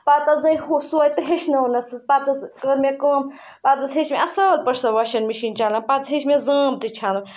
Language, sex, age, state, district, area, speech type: Kashmiri, female, 30-45, Jammu and Kashmir, Ganderbal, rural, spontaneous